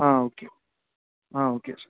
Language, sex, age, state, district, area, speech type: Tamil, male, 18-30, Tamil Nadu, Tiruvannamalai, urban, conversation